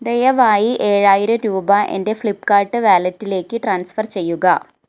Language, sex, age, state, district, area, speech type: Malayalam, female, 18-30, Kerala, Malappuram, rural, read